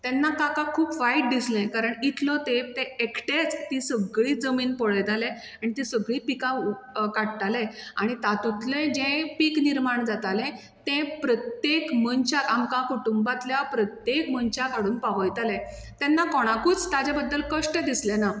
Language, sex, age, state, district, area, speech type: Goan Konkani, female, 30-45, Goa, Bardez, rural, spontaneous